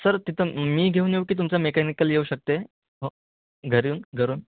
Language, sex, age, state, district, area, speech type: Marathi, male, 18-30, Maharashtra, Wardha, urban, conversation